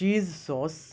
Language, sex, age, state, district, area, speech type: Urdu, male, 18-30, Delhi, North East Delhi, urban, spontaneous